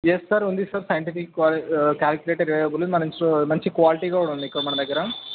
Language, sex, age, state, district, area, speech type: Telugu, male, 18-30, Telangana, Medchal, urban, conversation